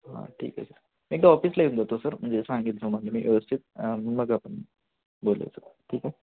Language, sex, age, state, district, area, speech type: Marathi, male, 18-30, Maharashtra, Sangli, urban, conversation